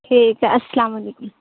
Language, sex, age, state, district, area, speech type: Urdu, female, 18-30, Bihar, Supaul, rural, conversation